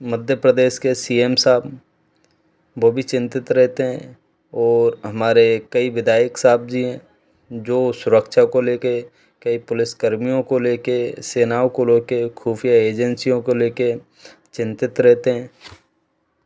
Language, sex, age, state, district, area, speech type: Hindi, male, 18-30, Madhya Pradesh, Bhopal, urban, spontaneous